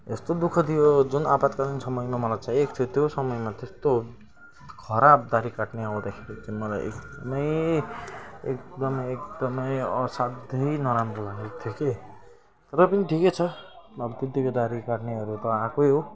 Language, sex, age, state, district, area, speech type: Nepali, male, 18-30, West Bengal, Kalimpong, rural, spontaneous